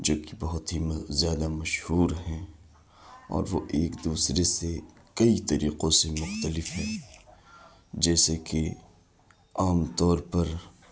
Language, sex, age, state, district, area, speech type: Urdu, male, 30-45, Uttar Pradesh, Lucknow, urban, spontaneous